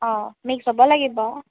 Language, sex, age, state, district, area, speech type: Assamese, female, 18-30, Assam, Nalbari, rural, conversation